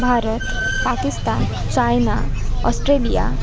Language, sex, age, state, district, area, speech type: Marathi, female, 18-30, Maharashtra, Sindhudurg, rural, spontaneous